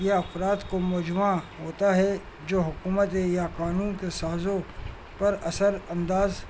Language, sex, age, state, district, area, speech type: Urdu, male, 45-60, Delhi, New Delhi, urban, spontaneous